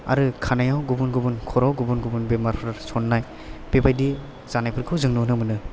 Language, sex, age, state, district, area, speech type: Bodo, male, 18-30, Assam, Chirang, urban, spontaneous